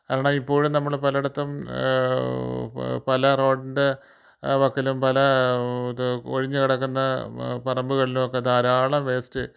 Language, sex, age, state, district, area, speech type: Malayalam, male, 45-60, Kerala, Thiruvananthapuram, urban, spontaneous